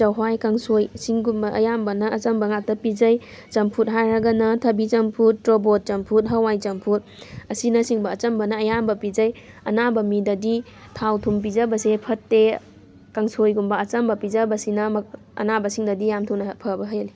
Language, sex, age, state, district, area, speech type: Manipuri, female, 18-30, Manipur, Thoubal, rural, spontaneous